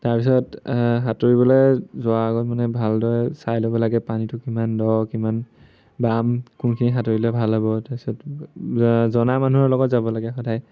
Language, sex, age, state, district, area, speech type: Assamese, male, 18-30, Assam, Majuli, urban, spontaneous